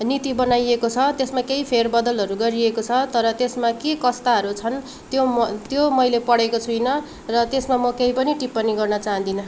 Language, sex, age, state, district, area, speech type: Nepali, female, 18-30, West Bengal, Darjeeling, rural, spontaneous